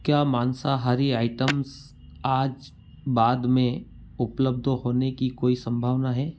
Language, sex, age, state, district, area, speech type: Hindi, male, 30-45, Madhya Pradesh, Ujjain, rural, read